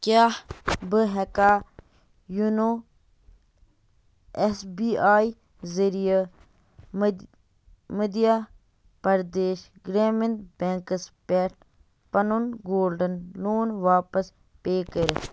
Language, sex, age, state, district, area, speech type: Kashmiri, male, 18-30, Jammu and Kashmir, Kupwara, rural, read